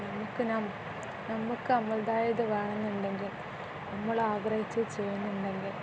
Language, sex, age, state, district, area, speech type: Malayalam, female, 18-30, Kerala, Kozhikode, rural, spontaneous